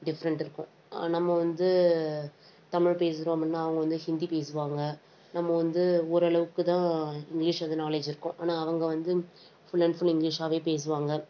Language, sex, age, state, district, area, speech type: Tamil, female, 18-30, Tamil Nadu, Tiruvannamalai, urban, spontaneous